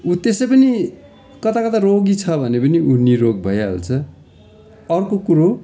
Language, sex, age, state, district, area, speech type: Nepali, male, 45-60, West Bengal, Darjeeling, rural, spontaneous